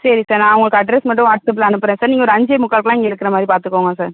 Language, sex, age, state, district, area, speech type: Tamil, female, 60+, Tamil Nadu, Mayiladuthurai, rural, conversation